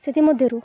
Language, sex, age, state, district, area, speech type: Odia, female, 18-30, Odisha, Nabarangpur, urban, spontaneous